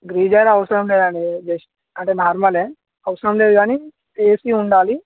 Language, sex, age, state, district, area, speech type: Telugu, male, 30-45, Telangana, Jangaon, rural, conversation